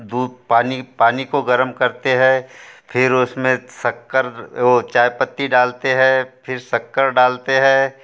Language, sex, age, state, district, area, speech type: Hindi, male, 60+, Madhya Pradesh, Betul, rural, spontaneous